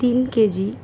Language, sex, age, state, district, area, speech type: Bengali, female, 18-30, West Bengal, Howrah, urban, spontaneous